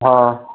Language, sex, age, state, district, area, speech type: Hindi, male, 18-30, Bihar, Vaishali, rural, conversation